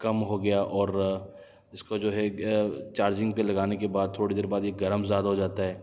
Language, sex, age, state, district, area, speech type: Urdu, male, 30-45, Delhi, Central Delhi, urban, spontaneous